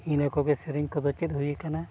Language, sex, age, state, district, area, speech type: Santali, male, 45-60, Odisha, Mayurbhanj, rural, spontaneous